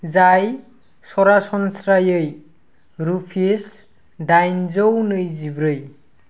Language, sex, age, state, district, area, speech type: Bodo, male, 18-30, Assam, Kokrajhar, rural, read